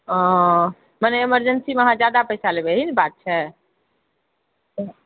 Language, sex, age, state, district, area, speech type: Maithili, female, 60+, Bihar, Purnia, rural, conversation